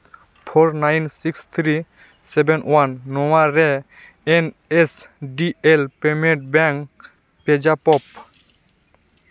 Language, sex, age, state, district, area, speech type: Santali, male, 18-30, West Bengal, Purba Bardhaman, rural, read